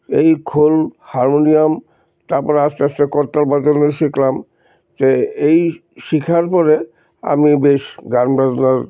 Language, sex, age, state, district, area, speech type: Bengali, male, 60+, West Bengal, Alipurduar, rural, spontaneous